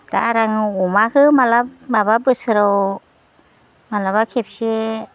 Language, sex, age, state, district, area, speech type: Bodo, female, 60+, Assam, Udalguri, rural, spontaneous